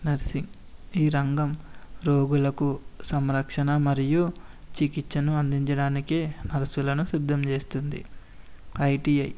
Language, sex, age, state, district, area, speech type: Telugu, male, 18-30, Andhra Pradesh, East Godavari, rural, spontaneous